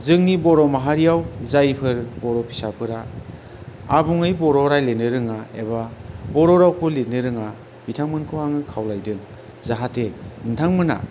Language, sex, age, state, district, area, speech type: Bodo, male, 45-60, Assam, Kokrajhar, rural, spontaneous